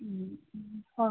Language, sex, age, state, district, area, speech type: Manipuri, female, 30-45, Manipur, Imphal East, rural, conversation